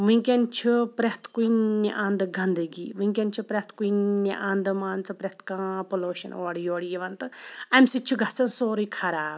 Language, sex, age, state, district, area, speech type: Kashmiri, female, 45-60, Jammu and Kashmir, Shopian, rural, spontaneous